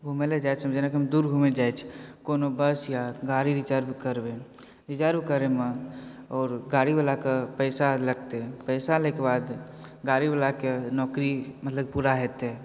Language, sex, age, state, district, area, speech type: Maithili, male, 18-30, Bihar, Supaul, rural, spontaneous